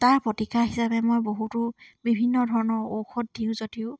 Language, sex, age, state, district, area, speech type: Assamese, female, 18-30, Assam, Dibrugarh, rural, spontaneous